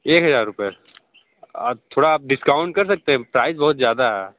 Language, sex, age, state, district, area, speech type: Hindi, male, 30-45, Uttar Pradesh, Sonbhadra, rural, conversation